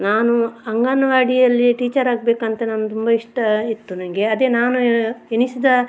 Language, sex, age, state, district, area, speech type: Kannada, female, 30-45, Karnataka, Dakshina Kannada, rural, spontaneous